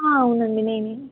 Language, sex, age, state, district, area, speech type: Telugu, female, 18-30, Telangana, Sangareddy, urban, conversation